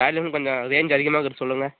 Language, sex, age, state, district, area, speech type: Tamil, female, 18-30, Tamil Nadu, Dharmapuri, urban, conversation